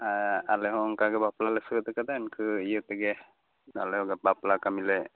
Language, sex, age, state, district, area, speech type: Santali, male, 30-45, West Bengal, Bankura, rural, conversation